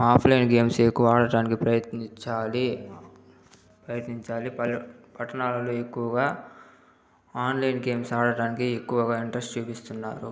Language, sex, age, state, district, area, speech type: Telugu, male, 30-45, Andhra Pradesh, Chittoor, urban, spontaneous